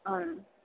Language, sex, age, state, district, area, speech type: Malayalam, female, 18-30, Kerala, Thrissur, rural, conversation